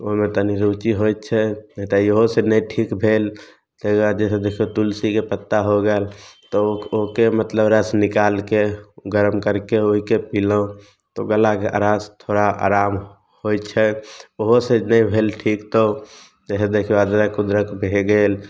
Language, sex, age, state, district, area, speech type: Maithili, male, 18-30, Bihar, Samastipur, rural, spontaneous